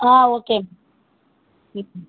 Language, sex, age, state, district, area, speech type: Tamil, female, 18-30, Tamil Nadu, Pudukkottai, rural, conversation